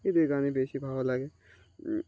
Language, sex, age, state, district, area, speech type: Bengali, male, 18-30, West Bengal, Uttar Dinajpur, urban, spontaneous